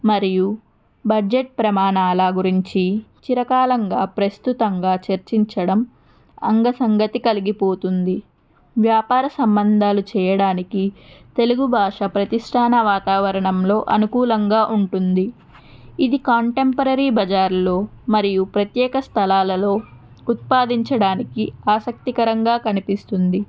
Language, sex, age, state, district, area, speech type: Telugu, female, 60+, Andhra Pradesh, N T Rama Rao, urban, spontaneous